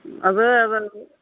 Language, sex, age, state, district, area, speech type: Kannada, female, 60+, Karnataka, Gadag, rural, conversation